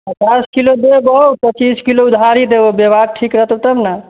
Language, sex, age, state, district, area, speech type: Maithili, male, 18-30, Bihar, Muzaffarpur, rural, conversation